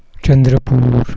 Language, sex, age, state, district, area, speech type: Marathi, male, 60+, Maharashtra, Wardha, rural, spontaneous